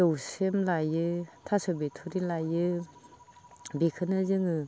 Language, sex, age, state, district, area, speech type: Bodo, female, 45-60, Assam, Baksa, rural, spontaneous